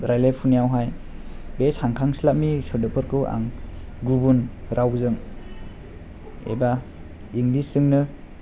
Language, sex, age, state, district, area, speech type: Bodo, male, 18-30, Assam, Chirang, urban, spontaneous